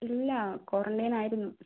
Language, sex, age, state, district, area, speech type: Malayalam, female, 18-30, Kerala, Wayanad, rural, conversation